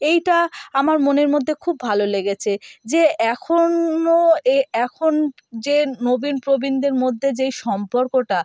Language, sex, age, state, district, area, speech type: Bengali, female, 18-30, West Bengal, North 24 Parganas, rural, spontaneous